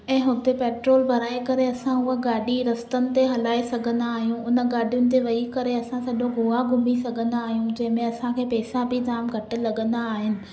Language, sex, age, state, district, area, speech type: Sindhi, female, 18-30, Maharashtra, Thane, urban, spontaneous